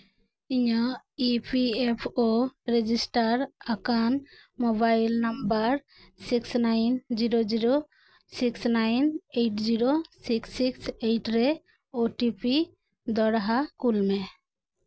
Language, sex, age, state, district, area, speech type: Santali, female, 30-45, West Bengal, Birbhum, rural, read